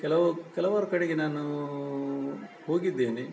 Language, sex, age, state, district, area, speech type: Kannada, male, 45-60, Karnataka, Udupi, rural, spontaneous